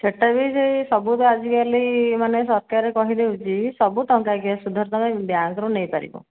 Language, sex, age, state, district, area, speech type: Odia, female, 45-60, Odisha, Dhenkanal, rural, conversation